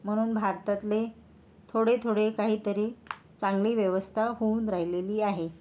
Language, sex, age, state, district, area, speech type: Marathi, female, 45-60, Maharashtra, Yavatmal, urban, spontaneous